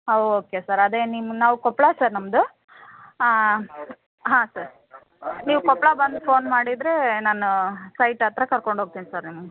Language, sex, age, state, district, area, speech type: Kannada, female, 30-45, Karnataka, Koppal, rural, conversation